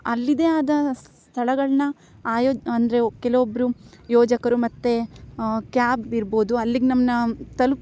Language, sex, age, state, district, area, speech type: Kannada, female, 18-30, Karnataka, Chikkamagaluru, rural, spontaneous